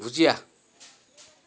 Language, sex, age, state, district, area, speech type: Assamese, male, 30-45, Assam, Sivasagar, rural, spontaneous